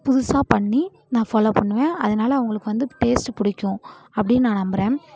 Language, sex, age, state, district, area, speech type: Tamil, female, 18-30, Tamil Nadu, Namakkal, rural, spontaneous